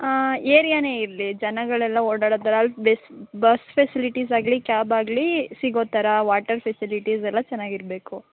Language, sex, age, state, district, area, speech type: Kannada, female, 18-30, Karnataka, Ramanagara, rural, conversation